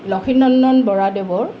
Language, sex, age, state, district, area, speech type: Assamese, female, 60+, Assam, Tinsukia, rural, spontaneous